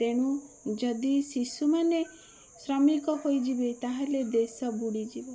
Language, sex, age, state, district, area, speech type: Odia, female, 30-45, Odisha, Bhadrak, rural, spontaneous